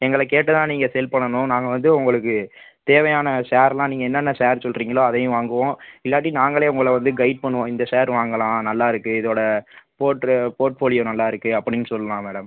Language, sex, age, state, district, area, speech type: Tamil, male, 30-45, Tamil Nadu, Pudukkottai, rural, conversation